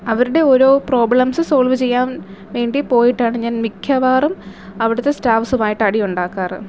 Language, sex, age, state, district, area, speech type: Malayalam, female, 18-30, Kerala, Thiruvananthapuram, urban, spontaneous